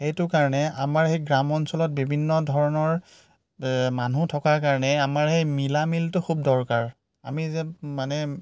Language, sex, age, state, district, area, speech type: Assamese, male, 30-45, Assam, Biswanath, rural, spontaneous